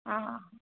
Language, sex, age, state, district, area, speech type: Manipuri, female, 45-60, Manipur, Tengnoupal, rural, conversation